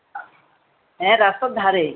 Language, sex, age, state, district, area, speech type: Bengali, male, 18-30, West Bengal, Uttar Dinajpur, urban, conversation